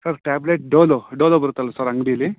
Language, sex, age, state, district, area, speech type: Kannada, male, 18-30, Karnataka, Chikkamagaluru, rural, conversation